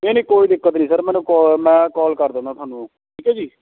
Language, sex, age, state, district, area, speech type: Punjabi, male, 60+, Punjab, Shaheed Bhagat Singh Nagar, rural, conversation